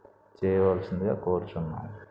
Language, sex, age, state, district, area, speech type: Telugu, male, 45-60, Andhra Pradesh, N T Rama Rao, urban, spontaneous